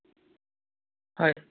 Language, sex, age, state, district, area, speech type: Assamese, male, 18-30, Assam, Biswanath, rural, conversation